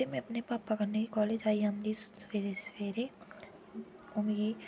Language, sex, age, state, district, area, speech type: Dogri, female, 18-30, Jammu and Kashmir, Udhampur, urban, spontaneous